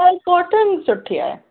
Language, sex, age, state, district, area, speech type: Sindhi, female, 18-30, Delhi, South Delhi, urban, conversation